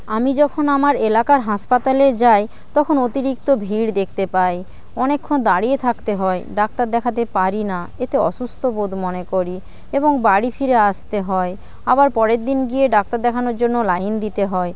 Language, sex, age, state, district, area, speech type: Bengali, female, 45-60, West Bengal, Paschim Medinipur, rural, spontaneous